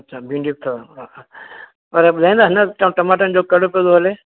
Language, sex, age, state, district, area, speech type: Sindhi, male, 60+, Maharashtra, Mumbai City, urban, conversation